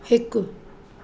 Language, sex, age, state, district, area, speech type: Sindhi, female, 45-60, Maharashtra, Mumbai Suburban, urban, read